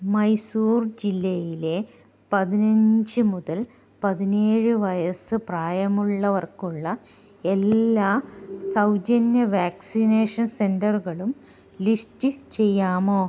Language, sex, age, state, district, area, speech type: Malayalam, female, 30-45, Kerala, Kannur, rural, read